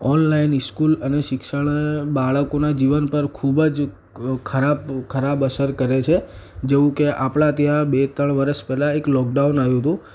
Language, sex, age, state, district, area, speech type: Gujarati, male, 18-30, Gujarat, Ahmedabad, urban, spontaneous